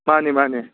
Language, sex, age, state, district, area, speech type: Manipuri, male, 30-45, Manipur, Kakching, rural, conversation